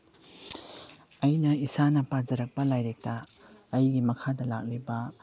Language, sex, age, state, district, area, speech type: Manipuri, male, 30-45, Manipur, Chandel, rural, spontaneous